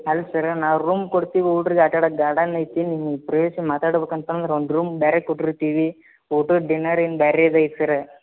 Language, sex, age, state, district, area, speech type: Kannada, male, 18-30, Karnataka, Gadag, urban, conversation